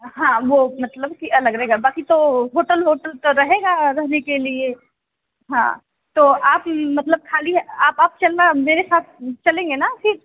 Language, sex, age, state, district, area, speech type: Hindi, female, 18-30, Uttar Pradesh, Mirzapur, urban, conversation